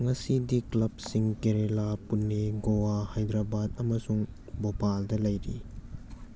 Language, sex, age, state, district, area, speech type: Manipuri, male, 18-30, Manipur, Churachandpur, rural, read